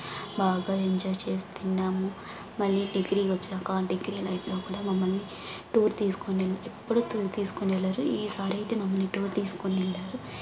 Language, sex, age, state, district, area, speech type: Telugu, female, 18-30, Andhra Pradesh, Sri Balaji, rural, spontaneous